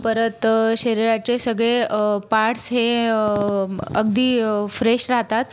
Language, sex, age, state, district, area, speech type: Marathi, female, 30-45, Maharashtra, Buldhana, rural, spontaneous